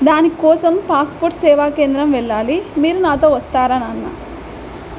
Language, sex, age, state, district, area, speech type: Telugu, female, 18-30, Andhra Pradesh, Nandyal, urban, spontaneous